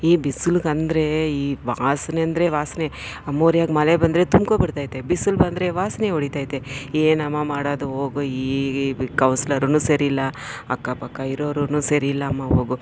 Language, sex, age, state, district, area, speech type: Kannada, female, 45-60, Karnataka, Bangalore Rural, rural, spontaneous